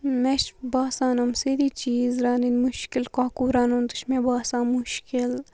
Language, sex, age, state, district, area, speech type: Kashmiri, female, 45-60, Jammu and Kashmir, Baramulla, rural, spontaneous